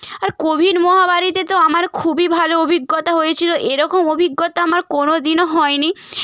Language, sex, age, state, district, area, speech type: Bengali, female, 18-30, West Bengal, Purba Medinipur, rural, spontaneous